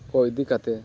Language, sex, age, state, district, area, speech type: Santali, male, 45-60, Odisha, Mayurbhanj, rural, spontaneous